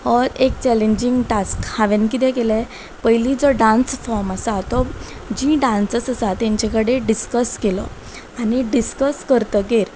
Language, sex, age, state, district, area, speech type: Goan Konkani, female, 18-30, Goa, Quepem, rural, spontaneous